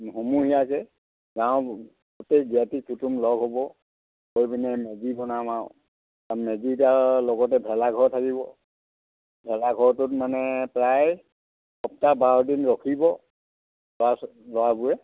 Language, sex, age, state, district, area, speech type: Assamese, male, 60+, Assam, Charaideo, rural, conversation